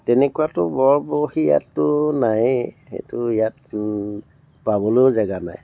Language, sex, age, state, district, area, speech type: Assamese, male, 60+, Assam, Tinsukia, rural, spontaneous